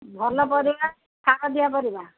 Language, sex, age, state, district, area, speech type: Odia, female, 60+, Odisha, Angul, rural, conversation